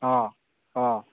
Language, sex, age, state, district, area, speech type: Assamese, male, 30-45, Assam, Goalpara, urban, conversation